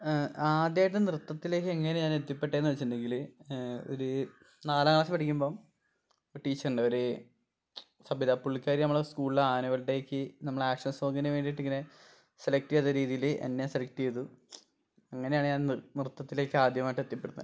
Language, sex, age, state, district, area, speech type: Malayalam, male, 18-30, Kerala, Wayanad, rural, spontaneous